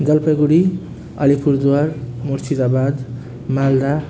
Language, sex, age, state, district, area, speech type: Nepali, male, 30-45, West Bengal, Jalpaiguri, rural, spontaneous